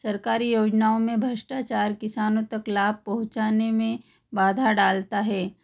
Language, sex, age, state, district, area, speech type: Hindi, female, 45-60, Madhya Pradesh, Ujjain, urban, spontaneous